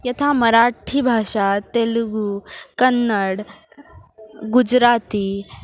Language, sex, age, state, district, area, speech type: Sanskrit, female, 18-30, Maharashtra, Ahmednagar, urban, spontaneous